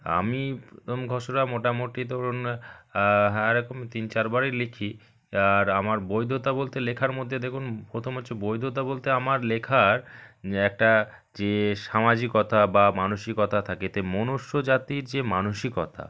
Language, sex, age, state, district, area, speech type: Bengali, male, 30-45, West Bengal, South 24 Parganas, rural, spontaneous